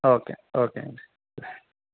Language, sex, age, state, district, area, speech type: Telugu, male, 30-45, Andhra Pradesh, Kadapa, urban, conversation